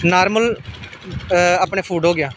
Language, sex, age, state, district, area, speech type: Dogri, male, 18-30, Jammu and Kashmir, Samba, rural, spontaneous